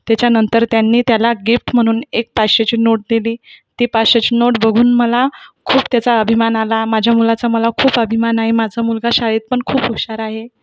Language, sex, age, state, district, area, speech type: Marathi, female, 30-45, Maharashtra, Buldhana, urban, spontaneous